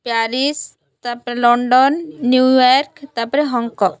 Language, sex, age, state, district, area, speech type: Odia, female, 30-45, Odisha, Rayagada, rural, spontaneous